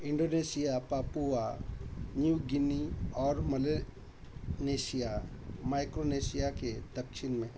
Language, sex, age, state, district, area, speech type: Hindi, male, 45-60, Madhya Pradesh, Chhindwara, rural, read